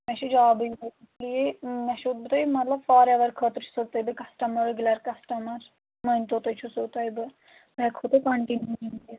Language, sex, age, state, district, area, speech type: Kashmiri, female, 18-30, Jammu and Kashmir, Anantnag, rural, conversation